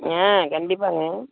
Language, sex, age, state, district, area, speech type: Tamil, female, 60+, Tamil Nadu, Thanjavur, rural, conversation